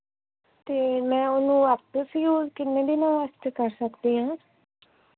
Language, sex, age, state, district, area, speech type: Punjabi, female, 18-30, Punjab, Fazilka, rural, conversation